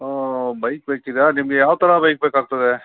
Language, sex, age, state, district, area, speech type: Kannada, male, 45-60, Karnataka, Bangalore Urban, urban, conversation